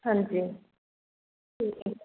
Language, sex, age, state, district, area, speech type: Punjabi, female, 30-45, Punjab, Patiala, rural, conversation